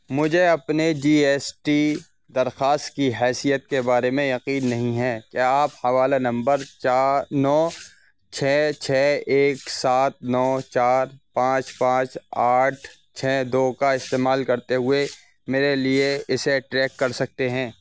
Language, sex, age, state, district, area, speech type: Urdu, male, 18-30, Uttar Pradesh, Saharanpur, urban, read